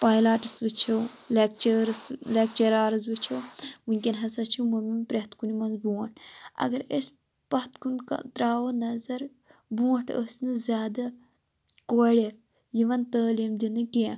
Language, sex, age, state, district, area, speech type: Kashmiri, female, 18-30, Jammu and Kashmir, Shopian, rural, spontaneous